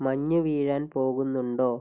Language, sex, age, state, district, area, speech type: Malayalam, male, 18-30, Kerala, Kozhikode, urban, read